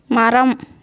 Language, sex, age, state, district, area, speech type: Tamil, female, 30-45, Tamil Nadu, Tirupattur, rural, read